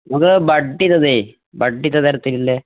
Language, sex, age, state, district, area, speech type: Malayalam, male, 18-30, Kerala, Malappuram, rural, conversation